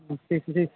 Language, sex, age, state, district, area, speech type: Telugu, male, 18-30, Telangana, Khammam, urban, conversation